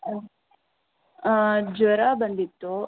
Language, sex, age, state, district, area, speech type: Kannada, female, 18-30, Karnataka, Tumkur, urban, conversation